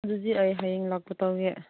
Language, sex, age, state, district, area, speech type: Manipuri, female, 18-30, Manipur, Kangpokpi, rural, conversation